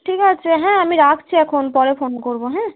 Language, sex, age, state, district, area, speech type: Bengali, female, 18-30, West Bengal, Cooch Behar, rural, conversation